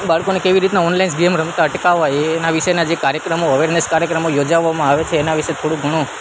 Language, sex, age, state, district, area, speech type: Gujarati, male, 18-30, Gujarat, Junagadh, rural, spontaneous